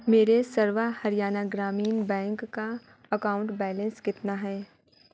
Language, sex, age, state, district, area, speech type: Urdu, female, 45-60, Uttar Pradesh, Aligarh, rural, read